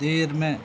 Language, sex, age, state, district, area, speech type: Urdu, male, 45-60, Delhi, North East Delhi, urban, spontaneous